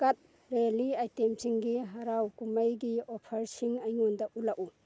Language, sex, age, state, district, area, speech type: Manipuri, female, 60+, Manipur, Churachandpur, urban, read